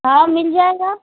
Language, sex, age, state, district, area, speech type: Hindi, female, 18-30, Uttar Pradesh, Azamgarh, rural, conversation